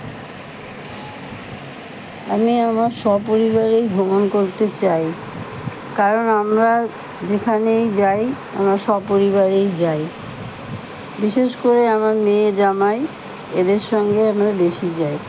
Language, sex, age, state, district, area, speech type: Bengali, female, 60+, West Bengal, Kolkata, urban, spontaneous